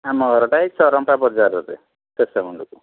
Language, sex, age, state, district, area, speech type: Odia, male, 60+, Odisha, Bhadrak, rural, conversation